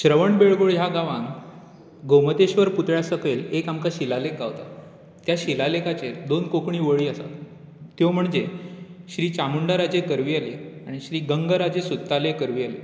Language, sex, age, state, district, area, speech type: Goan Konkani, male, 18-30, Goa, Bardez, urban, spontaneous